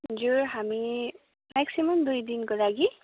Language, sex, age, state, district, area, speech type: Nepali, female, 18-30, West Bengal, Kalimpong, rural, conversation